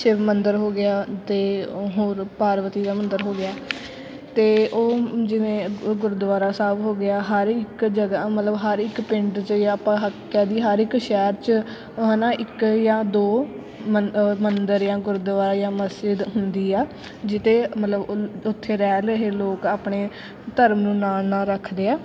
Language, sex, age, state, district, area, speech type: Punjabi, female, 18-30, Punjab, Fatehgarh Sahib, rural, spontaneous